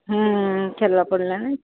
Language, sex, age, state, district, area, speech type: Odia, female, 60+, Odisha, Gajapati, rural, conversation